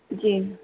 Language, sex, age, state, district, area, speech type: Hindi, female, 60+, Uttar Pradesh, Hardoi, rural, conversation